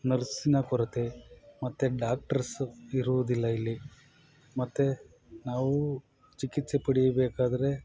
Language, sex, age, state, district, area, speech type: Kannada, male, 45-60, Karnataka, Bangalore Urban, rural, spontaneous